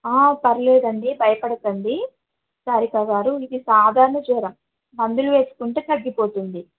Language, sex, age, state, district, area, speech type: Telugu, female, 30-45, Telangana, Khammam, urban, conversation